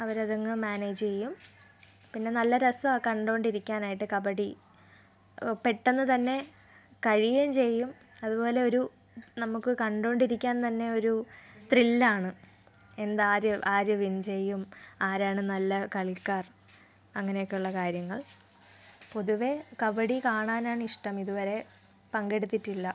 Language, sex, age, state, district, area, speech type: Malayalam, female, 18-30, Kerala, Thiruvananthapuram, rural, spontaneous